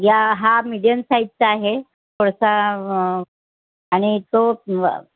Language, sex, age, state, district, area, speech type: Marathi, female, 45-60, Maharashtra, Nagpur, urban, conversation